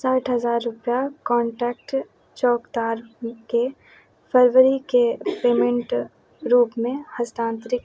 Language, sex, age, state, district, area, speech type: Maithili, female, 30-45, Bihar, Madhubani, rural, read